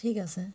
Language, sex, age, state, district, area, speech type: Assamese, female, 30-45, Assam, Charaideo, urban, spontaneous